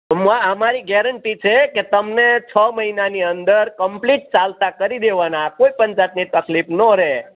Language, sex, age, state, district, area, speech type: Gujarati, male, 60+, Gujarat, Rajkot, urban, conversation